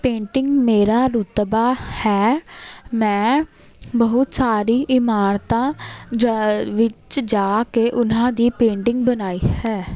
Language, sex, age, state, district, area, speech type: Punjabi, female, 18-30, Punjab, Jalandhar, urban, spontaneous